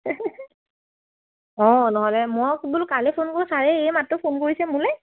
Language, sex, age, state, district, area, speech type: Assamese, female, 18-30, Assam, Lakhimpur, rural, conversation